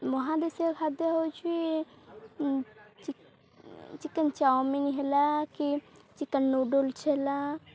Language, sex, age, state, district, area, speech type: Odia, female, 18-30, Odisha, Kendrapara, urban, spontaneous